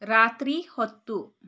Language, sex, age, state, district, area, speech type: Kannada, male, 45-60, Karnataka, Shimoga, rural, read